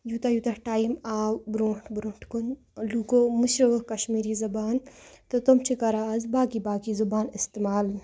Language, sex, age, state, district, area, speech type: Kashmiri, female, 18-30, Jammu and Kashmir, Baramulla, rural, spontaneous